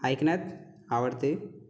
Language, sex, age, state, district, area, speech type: Marathi, female, 18-30, Maharashtra, Gondia, rural, spontaneous